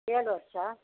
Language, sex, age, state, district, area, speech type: Kannada, female, 60+, Karnataka, Udupi, urban, conversation